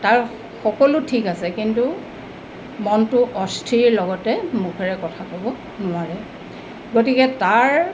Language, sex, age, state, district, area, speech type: Assamese, female, 60+, Assam, Tinsukia, rural, spontaneous